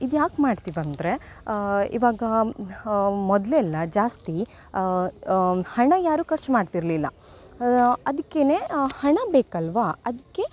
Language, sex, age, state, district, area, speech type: Kannada, female, 18-30, Karnataka, Uttara Kannada, rural, spontaneous